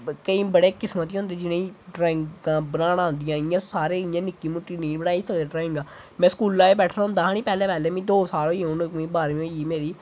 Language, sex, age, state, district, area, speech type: Dogri, male, 18-30, Jammu and Kashmir, Samba, rural, spontaneous